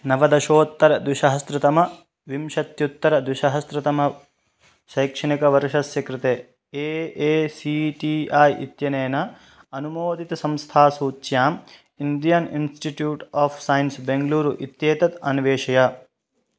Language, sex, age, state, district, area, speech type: Sanskrit, male, 18-30, Bihar, Madhubani, rural, read